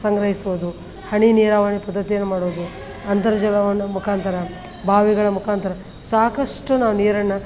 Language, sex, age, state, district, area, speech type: Kannada, female, 60+, Karnataka, Koppal, rural, spontaneous